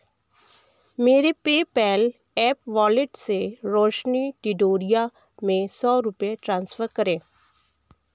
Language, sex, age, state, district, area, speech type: Hindi, female, 30-45, Uttar Pradesh, Varanasi, urban, read